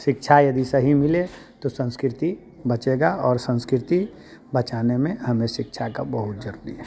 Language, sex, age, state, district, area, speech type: Hindi, male, 30-45, Bihar, Muzaffarpur, rural, spontaneous